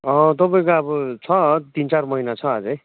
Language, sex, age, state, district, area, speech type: Nepali, male, 30-45, West Bengal, Kalimpong, rural, conversation